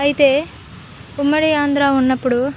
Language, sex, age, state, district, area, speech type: Telugu, female, 18-30, Telangana, Khammam, urban, spontaneous